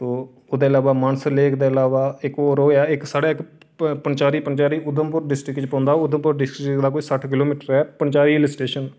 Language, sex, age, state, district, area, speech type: Dogri, male, 30-45, Jammu and Kashmir, Reasi, urban, spontaneous